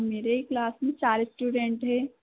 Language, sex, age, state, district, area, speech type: Hindi, female, 30-45, Madhya Pradesh, Harda, urban, conversation